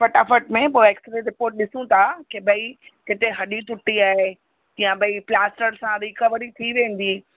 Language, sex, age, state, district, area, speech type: Sindhi, female, 45-60, Maharashtra, Mumbai Suburban, urban, conversation